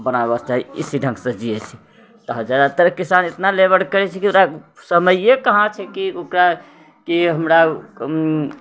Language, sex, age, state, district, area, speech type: Maithili, male, 60+, Bihar, Purnia, urban, spontaneous